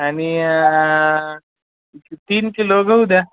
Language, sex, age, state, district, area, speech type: Marathi, male, 18-30, Maharashtra, Nanded, urban, conversation